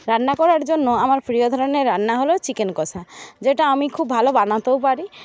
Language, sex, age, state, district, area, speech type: Bengali, female, 60+, West Bengal, Paschim Medinipur, rural, spontaneous